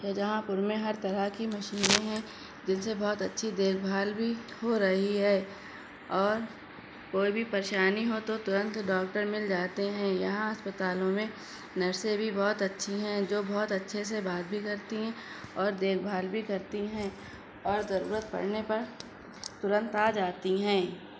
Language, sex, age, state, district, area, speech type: Urdu, female, 30-45, Uttar Pradesh, Shahjahanpur, urban, spontaneous